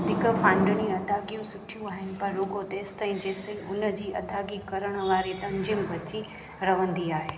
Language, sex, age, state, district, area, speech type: Sindhi, female, 30-45, Gujarat, Junagadh, urban, read